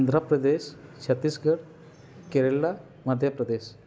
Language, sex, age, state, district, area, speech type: Odia, male, 30-45, Odisha, Rayagada, rural, spontaneous